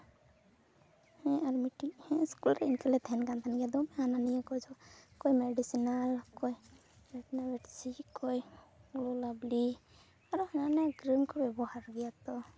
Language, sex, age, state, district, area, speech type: Santali, female, 18-30, West Bengal, Purulia, rural, spontaneous